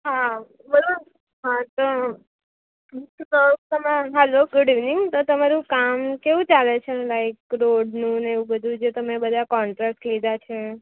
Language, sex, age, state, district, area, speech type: Gujarati, female, 18-30, Gujarat, Valsad, rural, conversation